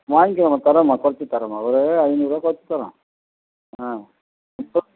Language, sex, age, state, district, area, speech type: Tamil, male, 60+, Tamil Nadu, Nagapattinam, rural, conversation